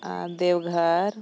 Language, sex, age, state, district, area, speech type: Santali, female, 30-45, Jharkhand, Bokaro, rural, spontaneous